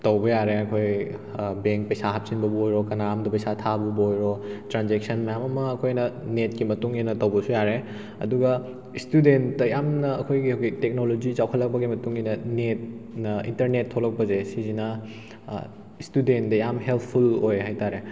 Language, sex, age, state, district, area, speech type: Manipuri, male, 18-30, Manipur, Kakching, rural, spontaneous